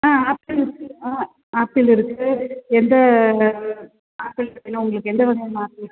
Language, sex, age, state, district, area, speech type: Tamil, female, 45-60, Tamil Nadu, Perambalur, urban, conversation